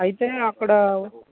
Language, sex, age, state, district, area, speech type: Telugu, male, 18-30, Andhra Pradesh, Guntur, urban, conversation